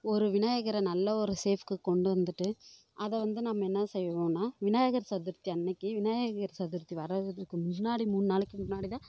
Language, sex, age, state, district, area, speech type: Tamil, female, 18-30, Tamil Nadu, Kallakurichi, rural, spontaneous